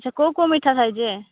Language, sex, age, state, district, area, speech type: Odia, female, 18-30, Odisha, Nabarangpur, urban, conversation